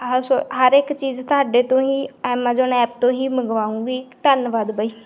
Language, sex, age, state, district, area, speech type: Punjabi, female, 18-30, Punjab, Bathinda, rural, spontaneous